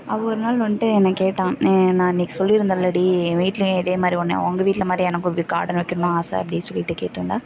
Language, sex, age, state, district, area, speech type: Tamil, female, 18-30, Tamil Nadu, Karur, rural, spontaneous